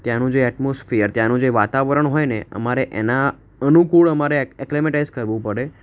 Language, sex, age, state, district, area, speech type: Gujarati, male, 18-30, Gujarat, Ahmedabad, urban, spontaneous